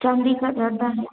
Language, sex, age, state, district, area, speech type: Hindi, female, 45-60, Rajasthan, Jodhpur, urban, conversation